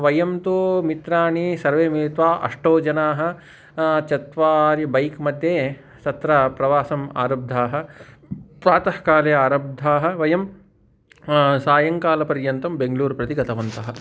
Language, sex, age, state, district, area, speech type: Sanskrit, male, 30-45, Telangana, Hyderabad, urban, spontaneous